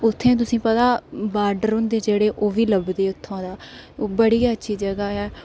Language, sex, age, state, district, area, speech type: Dogri, female, 18-30, Jammu and Kashmir, Udhampur, rural, spontaneous